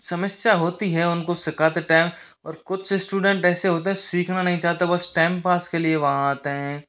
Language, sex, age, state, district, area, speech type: Hindi, male, 45-60, Rajasthan, Karauli, rural, spontaneous